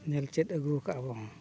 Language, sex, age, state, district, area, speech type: Santali, male, 45-60, Odisha, Mayurbhanj, rural, spontaneous